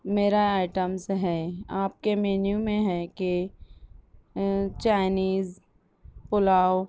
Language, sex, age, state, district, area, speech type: Urdu, female, 18-30, Maharashtra, Nashik, urban, spontaneous